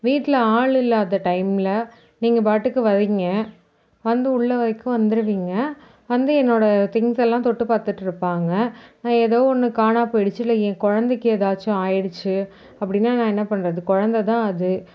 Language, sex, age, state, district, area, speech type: Tamil, female, 30-45, Tamil Nadu, Mayiladuthurai, rural, spontaneous